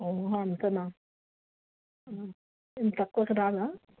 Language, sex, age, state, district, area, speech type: Telugu, female, 60+, Telangana, Hyderabad, urban, conversation